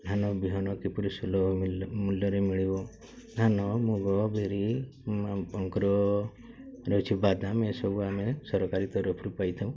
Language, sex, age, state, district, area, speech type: Odia, male, 45-60, Odisha, Mayurbhanj, rural, spontaneous